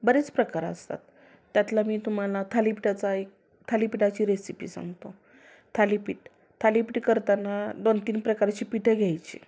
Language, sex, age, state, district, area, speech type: Marathi, female, 30-45, Maharashtra, Sangli, rural, spontaneous